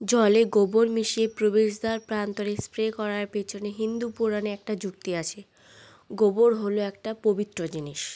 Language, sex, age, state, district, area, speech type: Bengali, female, 30-45, West Bengal, South 24 Parganas, rural, spontaneous